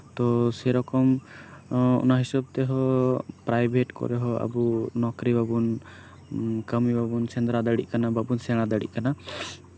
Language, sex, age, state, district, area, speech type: Santali, male, 18-30, West Bengal, Birbhum, rural, spontaneous